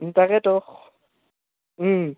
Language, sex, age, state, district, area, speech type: Assamese, male, 18-30, Assam, Udalguri, rural, conversation